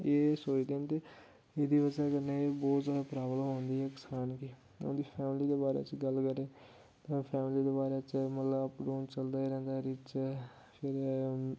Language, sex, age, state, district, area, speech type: Dogri, male, 30-45, Jammu and Kashmir, Udhampur, rural, spontaneous